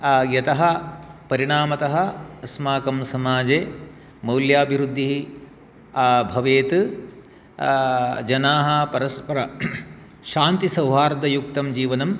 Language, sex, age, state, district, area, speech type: Sanskrit, male, 60+, Karnataka, Shimoga, urban, spontaneous